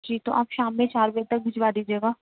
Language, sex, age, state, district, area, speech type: Urdu, female, 30-45, Delhi, Central Delhi, urban, conversation